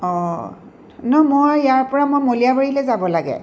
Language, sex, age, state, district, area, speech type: Assamese, female, 45-60, Assam, Tinsukia, rural, spontaneous